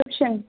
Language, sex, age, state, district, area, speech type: Tamil, female, 30-45, Tamil Nadu, Kanchipuram, urban, conversation